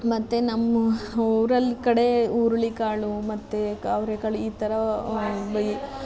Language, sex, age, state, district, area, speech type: Kannada, female, 30-45, Karnataka, Mandya, rural, spontaneous